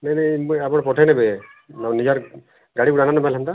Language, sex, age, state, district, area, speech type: Odia, male, 30-45, Odisha, Bargarh, urban, conversation